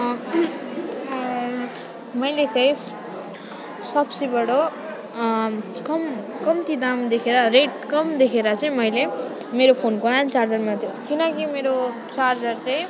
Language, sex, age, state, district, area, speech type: Nepali, female, 18-30, West Bengal, Alipurduar, urban, spontaneous